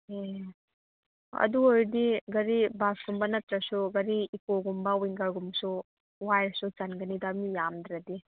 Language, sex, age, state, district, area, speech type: Manipuri, female, 30-45, Manipur, Chandel, rural, conversation